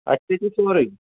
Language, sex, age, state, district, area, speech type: Kashmiri, male, 45-60, Jammu and Kashmir, Srinagar, urban, conversation